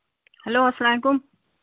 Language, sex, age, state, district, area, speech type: Kashmiri, female, 30-45, Jammu and Kashmir, Ganderbal, rural, conversation